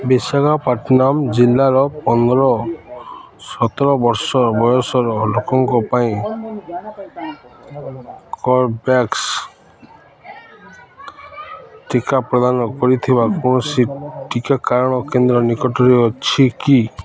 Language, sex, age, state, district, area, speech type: Odia, male, 30-45, Odisha, Balangir, urban, read